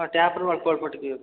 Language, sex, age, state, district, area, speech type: Odia, male, 30-45, Odisha, Khordha, rural, conversation